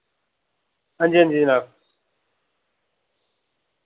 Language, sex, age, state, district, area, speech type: Dogri, male, 18-30, Jammu and Kashmir, Reasi, rural, conversation